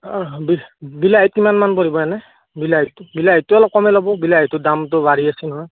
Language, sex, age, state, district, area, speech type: Assamese, male, 18-30, Assam, Morigaon, rural, conversation